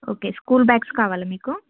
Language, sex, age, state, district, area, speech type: Telugu, female, 18-30, Telangana, Ranga Reddy, urban, conversation